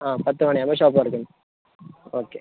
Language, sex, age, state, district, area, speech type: Malayalam, male, 18-30, Kerala, Kasaragod, rural, conversation